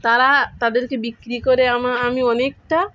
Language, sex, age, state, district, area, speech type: Bengali, female, 30-45, West Bengal, Dakshin Dinajpur, urban, spontaneous